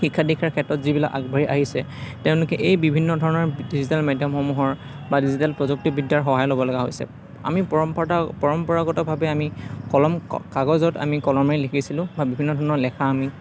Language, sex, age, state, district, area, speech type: Assamese, male, 30-45, Assam, Morigaon, rural, spontaneous